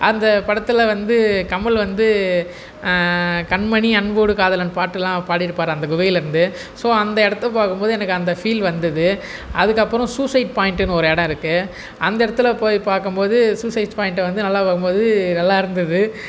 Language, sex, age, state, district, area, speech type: Tamil, male, 18-30, Tamil Nadu, Tiruvannamalai, urban, spontaneous